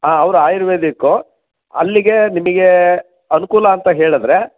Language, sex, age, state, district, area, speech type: Kannada, male, 45-60, Karnataka, Shimoga, rural, conversation